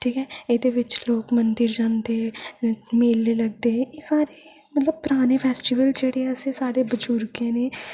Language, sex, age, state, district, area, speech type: Dogri, female, 18-30, Jammu and Kashmir, Jammu, rural, spontaneous